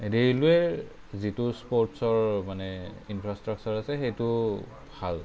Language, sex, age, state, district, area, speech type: Assamese, male, 30-45, Assam, Kamrup Metropolitan, urban, spontaneous